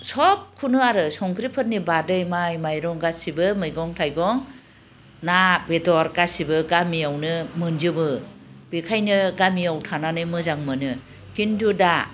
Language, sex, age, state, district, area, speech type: Bodo, female, 60+, Assam, Udalguri, urban, spontaneous